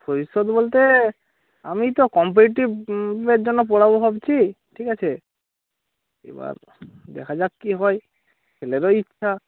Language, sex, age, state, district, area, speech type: Bengali, male, 45-60, West Bengal, Hooghly, urban, conversation